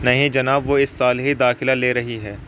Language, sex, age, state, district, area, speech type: Urdu, male, 18-30, Uttar Pradesh, Ghaziabad, urban, read